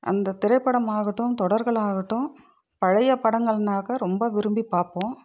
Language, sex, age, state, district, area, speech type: Tamil, female, 60+, Tamil Nadu, Dharmapuri, urban, spontaneous